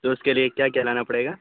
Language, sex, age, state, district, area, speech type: Urdu, male, 18-30, Bihar, Saharsa, rural, conversation